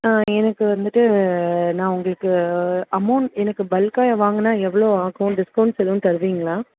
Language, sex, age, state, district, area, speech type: Tamil, female, 30-45, Tamil Nadu, Chennai, urban, conversation